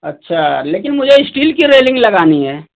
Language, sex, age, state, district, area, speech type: Hindi, male, 30-45, Uttar Pradesh, Mau, urban, conversation